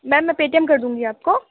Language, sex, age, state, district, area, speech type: Urdu, female, 45-60, Delhi, Central Delhi, rural, conversation